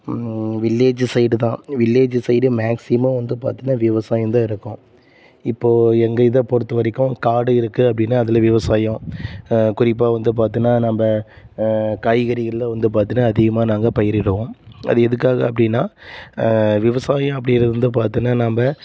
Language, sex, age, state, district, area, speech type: Tamil, male, 30-45, Tamil Nadu, Salem, rural, spontaneous